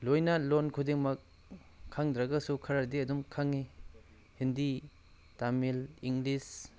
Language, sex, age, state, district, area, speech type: Manipuri, male, 45-60, Manipur, Tengnoupal, rural, spontaneous